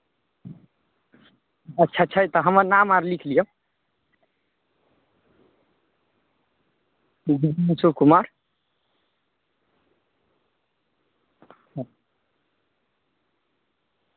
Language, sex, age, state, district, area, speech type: Maithili, male, 18-30, Bihar, Samastipur, rural, conversation